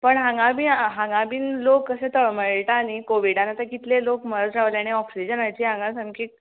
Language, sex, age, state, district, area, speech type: Goan Konkani, female, 18-30, Goa, Ponda, rural, conversation